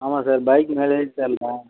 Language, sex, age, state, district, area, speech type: Tamil, male, 18-30, Tamil Nadu, Viluppuram, rural, conversation